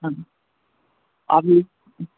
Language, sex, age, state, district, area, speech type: Hindi, male, 60+, Madhya Pradesh, Bhopal, urban, conversation